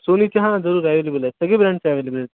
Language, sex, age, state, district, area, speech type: Marathi, male, 30-45, Maharashtra, Nanded, rural, conversation